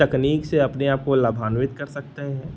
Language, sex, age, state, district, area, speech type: Hindi, male, 45-60, Uttar Pradesh, Lucknow, rural, spontaneous